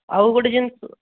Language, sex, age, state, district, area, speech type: Odia, male, 18-30, Odisha, Dhenkanal, rural, conversation